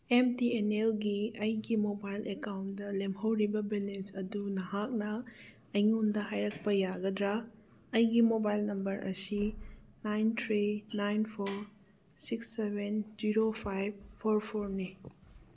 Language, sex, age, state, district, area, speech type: Manipuri, female, 45-60, Manipur, Churachandpur, rural, read